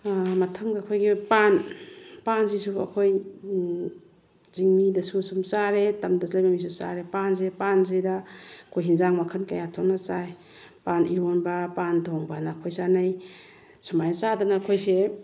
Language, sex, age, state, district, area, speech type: Manipuri, female, 45-60, Manipur, Bishnupur, rural, spontaneous